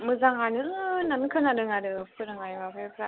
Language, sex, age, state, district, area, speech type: Bodo, female, 18-30, Assam, Chirang, urban, conversation